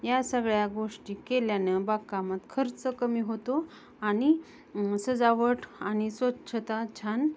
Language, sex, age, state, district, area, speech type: Marathi, female, 30-45, Maharashtra, Osmanabad, rural, spontaneous